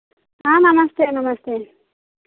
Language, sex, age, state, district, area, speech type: Hindi, female, 45-60, Uttar Pradesh, Chandauli, rural, conversation